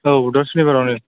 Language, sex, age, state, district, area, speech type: Bodo, male, 18-30, Assam, Udalguri, urban, conversation